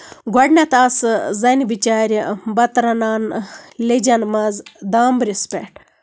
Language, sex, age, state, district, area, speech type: Kashmiri, female, 30-45, Jammu and Kashmir, Baramulla, rural, spontaneous